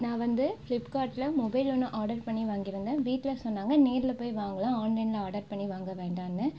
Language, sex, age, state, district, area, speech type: Tamil, female, 18-30, Tamil Nadu, Cuddalore, urban, spontaneous